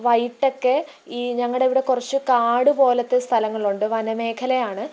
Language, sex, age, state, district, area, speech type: Malayalam, female, 18-30, Kerala, Pathanamthitta, rural, spontaneous